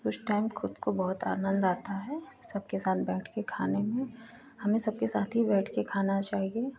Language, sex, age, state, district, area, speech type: Hindi, female, 18-30, Uttar Pradesh, Ghazipur, rural, spontaneous